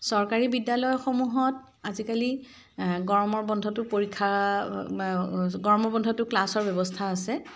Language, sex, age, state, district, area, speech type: Assamese, female, 45-60, Assam, Dibrugarh, rural, spontaneous